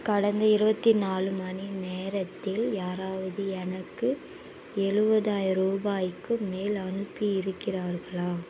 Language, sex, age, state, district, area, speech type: Tamil, female, 18-30, Tamil Nadu, Tiruvannamalai, rural, read